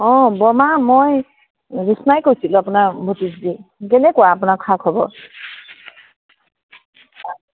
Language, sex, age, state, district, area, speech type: Assamese, female, 30-45, Assam, Biswanath, rural, conversation